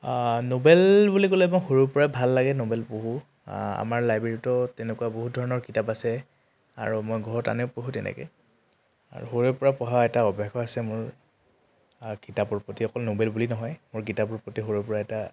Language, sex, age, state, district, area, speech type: Assamese, male, 18-30, Assam, Tinsukia, urban, spontaneous